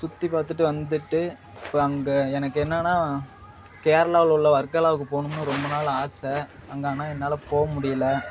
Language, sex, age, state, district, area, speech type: Tamil, male, 18-30, Tamil Nadu, Madurai, urban, spontaneous